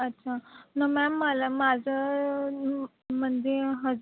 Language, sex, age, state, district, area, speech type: Marathi, female, 30-45, Maharashtra, Nagpur, rural, conversation